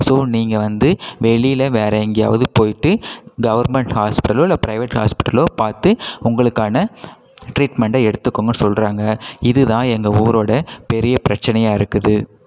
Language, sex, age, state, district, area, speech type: Tamil, male, 18-30, Tamil Nadu, Cuddalore, rural, spontaneous